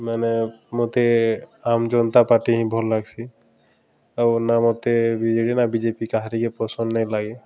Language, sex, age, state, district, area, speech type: Odia, male, 30-45, Odisha, Bargarh, urban, spontaneous